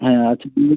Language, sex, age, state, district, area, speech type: Bengali, male, 18-30, West Bengal, Hooghly, urban, conversation